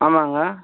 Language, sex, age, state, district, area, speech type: Tamil, male, 60+, Tamil Nadu, Vellore, rural, conversation